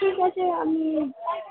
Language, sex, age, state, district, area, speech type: Bengali, female, 45-60, West Bengal, Birbhum, urban, conversation